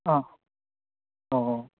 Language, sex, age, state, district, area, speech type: Manipuri, male, 30-45, Manipur, Imphal East, rural, conversation